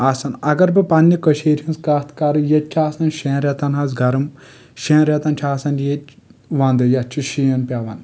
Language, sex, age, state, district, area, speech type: Kashmiri, male, 18-30, Jammu and Kashmir, Kulgam, urban, spontaneous